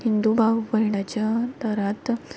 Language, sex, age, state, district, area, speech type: Goan Konkani, female, 18-30, Goa, Quepem, rural, spontaneous